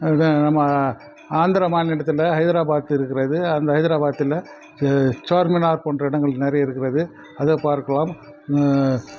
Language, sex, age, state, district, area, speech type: Tamil, male, 45-60, Tamil Nadu, Krishnagiri, rural, spontaneous